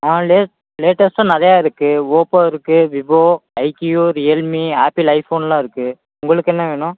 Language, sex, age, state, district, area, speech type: Tamil, male, 18-30, Tamil Nadu, Tiruchirappalli, rural, conversation